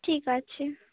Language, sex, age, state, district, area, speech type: Bengali, female, 30-45, West Bengal, Hooghly, urban, conversation